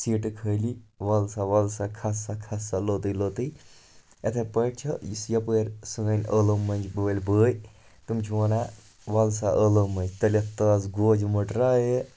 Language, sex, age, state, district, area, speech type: Kashmiri, male, 18-30, Jammu and Kashmir, Kupwara, rural, spontaneous